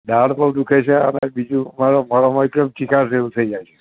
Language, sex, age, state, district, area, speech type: Gujarati, male, 60+, Gujarat, Narmada, urban, conversation